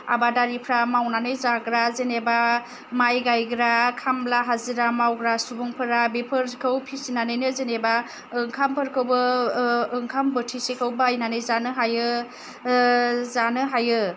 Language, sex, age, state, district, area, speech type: Bodo, female, 30-45, Assam, Kokrajhar, rural, spontaneous